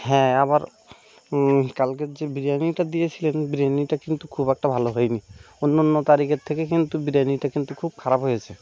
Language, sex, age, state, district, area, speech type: Bengali, male, 18-30, West Bengal, Birbhum, urban, spontaneous